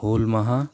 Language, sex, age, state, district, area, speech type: Santali, male, 30-45, West Bengal, Birbhum, rural, spontaneous